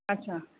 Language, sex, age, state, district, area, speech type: Sindhi, female, 60+, Maharashtra, Mumbai Suburban, urban, conversation